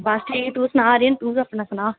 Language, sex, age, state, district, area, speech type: Dogri, female, 18-30, Jammu and Kashmir, Jammu, rural, conversation